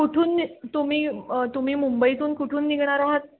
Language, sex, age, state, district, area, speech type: Marathi, female, 30-45, Maharashtra, Kolhapur, urban, conversation